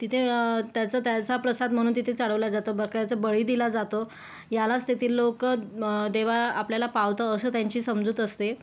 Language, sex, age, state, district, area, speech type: Marathi, female, 18-30, Maharashtra, Yavatmal, rural, spontaneous